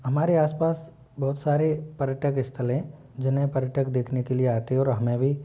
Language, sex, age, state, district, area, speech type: Hindi, male, 60+, Madhya Pradesh, Bhopal, urban, spontaneous